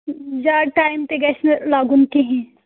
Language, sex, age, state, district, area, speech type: Kashmiri, female, 18-30, Jammu and Kashmir, Kupwara, rural, conversation